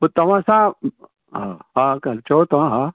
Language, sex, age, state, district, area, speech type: Sindhi, male, 60+, Delhi, South Delhi, urban, conversation